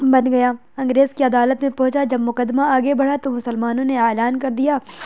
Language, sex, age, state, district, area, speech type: Urdu, female, 30-45, Uttar Pradesh, Lucknow, rural, spontaneous